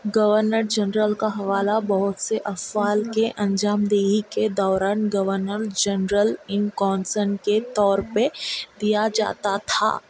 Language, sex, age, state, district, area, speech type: Urdu, female, 18-30, Telangana, Hyderabad, urban, read